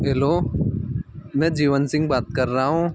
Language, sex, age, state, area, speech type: Hindi, male, 30-45, Madhya Pradesh, rural, spontaneous